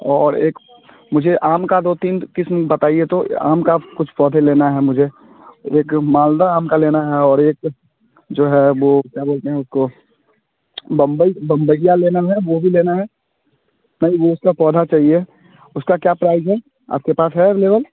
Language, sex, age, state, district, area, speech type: Hindi, male, 18-30, Bihar, Muzaffarpur, rural, conversation